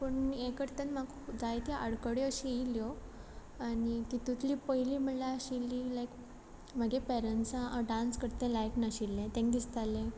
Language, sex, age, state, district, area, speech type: Goan Konkani, female, 18-30, Goa, Quepem, rural, spontaneous